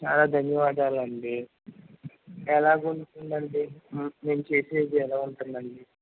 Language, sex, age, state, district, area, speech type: Telugu, male, 30-45, Andhra Pradesh, N T Rama Rao, urban, conversation